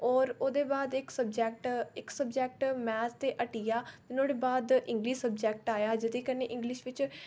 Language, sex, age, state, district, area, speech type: Dogri, female, 18-30, Jammu and Kashmir, Reasi, rural, spontaneous